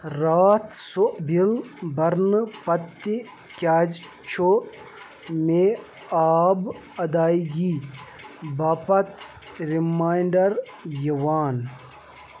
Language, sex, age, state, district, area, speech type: Kashmiri, male, 30-45, Jammu and Kashmir, Baramulla, rural, read